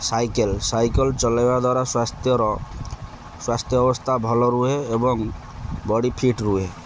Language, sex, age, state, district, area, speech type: Odia, male, 30-45, Odisha, Kendrapara, urban, spontaneous